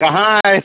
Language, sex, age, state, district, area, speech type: Hindi, male, 30-45, Bihar, Darbhanga, rural, conversation